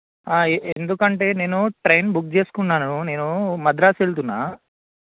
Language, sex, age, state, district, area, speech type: Telugu, male, 18-30, Telangana, Karimnagar, urban, conversation